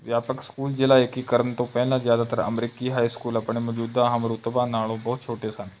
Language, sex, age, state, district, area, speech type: Punjabi, male, 18-30, Punjab, Rupnagar, rural, read